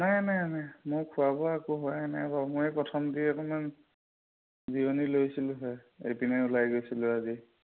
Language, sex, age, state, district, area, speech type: Assamese, male, 30-45, Assam, Majuli, urban, conversation